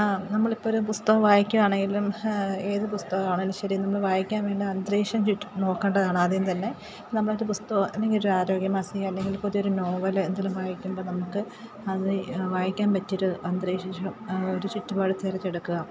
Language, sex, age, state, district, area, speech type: Malayalam, female, 30-45, Kerala, Alappuzha, rural, spontaneous